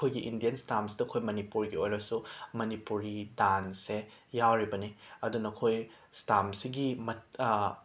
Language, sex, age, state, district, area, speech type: Manipuri, male, 18-30, Manipur, Imphal West, rural, spontaneous